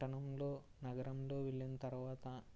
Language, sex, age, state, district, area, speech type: Telugu, male, 30-45, Andhra Pradesh, Eluru, rural, spontaneous